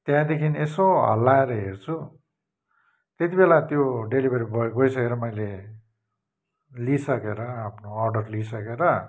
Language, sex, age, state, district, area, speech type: Nepali, male, 45-60, West Bengal, Kalimpong, rural, spontaneous